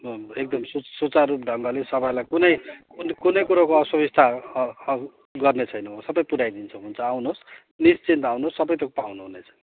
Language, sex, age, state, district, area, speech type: Nepali, male, 45-60, West Bengal, Darjeeling, rural, conversation